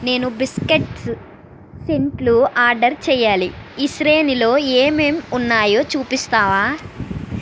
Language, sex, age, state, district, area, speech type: Telugu, female, 30-45, Andhra Pradesh, East Godavari, rural, read